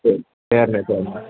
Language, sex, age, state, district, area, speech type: Tamil, male, 18-30, Tamil Nadu, Perambalur, urban, conversation